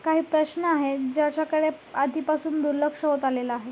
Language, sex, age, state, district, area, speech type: Marathi, female, 18-30, Maharashtra, Sindhudurg, rural, spontaneous